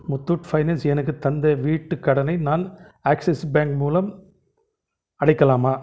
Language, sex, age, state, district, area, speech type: Tamil, male, 45-60, Tamil Nadu, Krishnagiri, rural, read